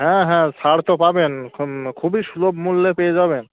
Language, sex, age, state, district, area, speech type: Bengali, male, 30-45, West Bengal, Birbhum, urban, conversation